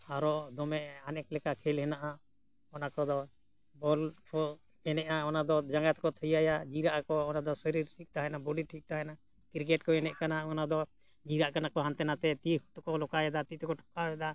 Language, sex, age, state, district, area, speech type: Santali, male, 60+, Jharkhand, Bokaro, rural, spontaneous